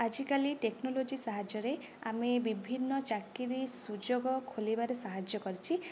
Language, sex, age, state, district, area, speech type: Odia, female, 18-30, Odisha, Nayagarh, rural, spontaneous